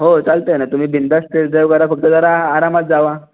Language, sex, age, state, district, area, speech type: Marathi, male, 18-30, Maharashtra, Raigad, rural, conversation